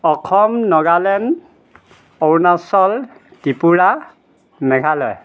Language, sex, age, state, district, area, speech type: Assamese, male, 60+, Assam, Dhemaji, rural, spontaneous